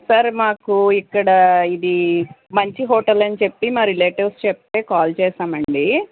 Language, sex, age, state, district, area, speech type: Telugu, male, 18-30, Andhra Pradesh, Guntur, urban, conversation